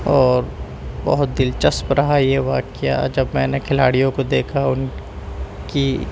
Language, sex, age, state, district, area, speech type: Urdu, male, 18-30, Delhi, Central Delhi, urban, spontaneous